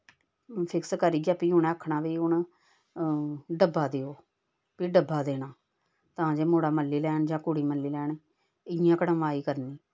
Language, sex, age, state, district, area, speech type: Dogri, female, 45-60, Jammu and Kashmir, Samba, rural, spontaneous